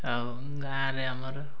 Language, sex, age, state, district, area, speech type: Odia, male, 18-30, Odisha, Mayurbhanj, rural, spontaneous